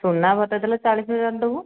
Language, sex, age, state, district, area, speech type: Odia, female, 45-60, Odisha, Dhenkanal, rural, conversation